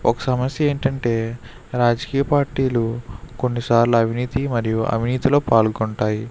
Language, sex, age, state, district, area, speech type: Telugu, male, 45-60, Andhra Pradesh, East Godavari, urban, spontaneous